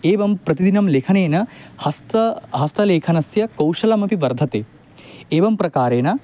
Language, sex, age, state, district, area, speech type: Sanskrit, male, 18-30, West Bengal, Paschim Medinipur, urban, spontaneous